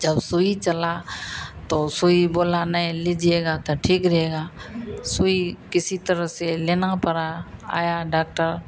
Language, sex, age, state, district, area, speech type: Hindi, female, 60+, Bihar, Madhepura, rural, spontaneous